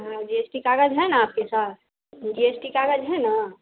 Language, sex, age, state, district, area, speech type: Hindi, female, 45-60, Bihar, Madhepura, rural, conversation